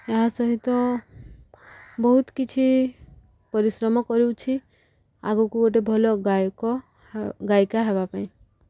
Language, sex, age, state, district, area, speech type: Odia, female, 18-30, Odisha, Subarnapur, urban, spontaneous